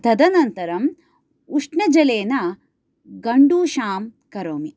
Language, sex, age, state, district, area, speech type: Sanskrit, female, 30-45, Karnataka, Chikkamagaluru, rural, spontaneous